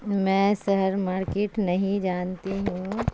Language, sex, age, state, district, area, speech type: Urdu, female, 45-60, Bihar, Supaul, rural, spontaneous